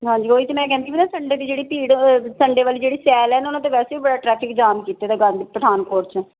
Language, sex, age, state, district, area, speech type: Punjabi, female, 30-45, Punjab, Pathankot, urban, conversation